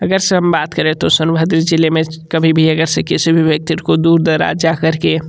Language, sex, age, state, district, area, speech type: Hindi, male, 30-45, Uttar Pradesh, Sonbhadra, rural, spontaneous